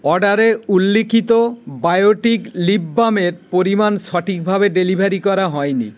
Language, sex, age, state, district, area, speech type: Bengali, male, 60+, West Bengal, Howrah, urban, read